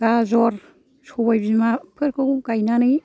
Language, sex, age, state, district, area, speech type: Bodo, female, 60+, Assam, Kokrajhar, rural, spontaneous